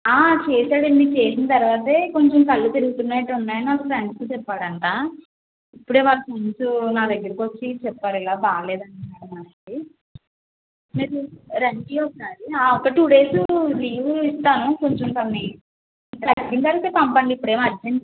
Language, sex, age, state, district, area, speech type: Telugu, female, 18-30, Andhra Pradesh, Konaseema, urban, conversation